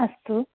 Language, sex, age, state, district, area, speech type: Sanskrit, female, 18-30, Kerala, Thrissur, rural, conversation